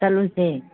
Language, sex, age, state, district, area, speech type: Manipuri, female, 60+, Manipur, Kangpokpi, urban, conversation